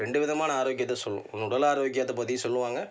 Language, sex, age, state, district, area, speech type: Tamil, male, 30-45, Tamil Nadu, Tiruvarur, rural, spontaneous